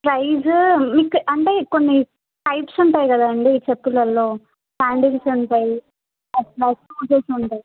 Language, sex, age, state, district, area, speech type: Telugu, female, 18-30, Telangana, Sangareddy, rural, conversation